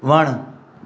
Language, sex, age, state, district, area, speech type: Sindhi, male, 45-60, Maharashtra, Mumbai Suburban, urban, read